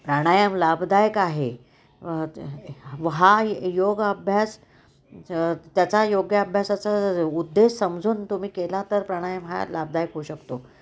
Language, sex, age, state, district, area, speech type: Marathi, female, 60+, Maharashtra, Nashik, urban, spontaneous